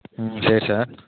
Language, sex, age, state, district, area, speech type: Tamil, male, 30-45, Tamil Nadu, Tiruvarur, urban, conversation